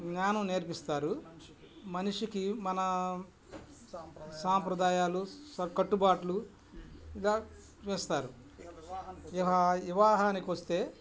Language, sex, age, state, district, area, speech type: Telugu, male, 60+, Andhra Pradesh, Bapatla, urban, spontaneous